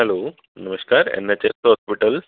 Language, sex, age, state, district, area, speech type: Punjabi, male, 30-45, Punjab, Kapurthala, urban, conversation